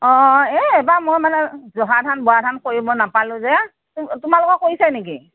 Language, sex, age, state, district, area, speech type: Assamese, female, 60+, Assam, Morigaon, rural, conversation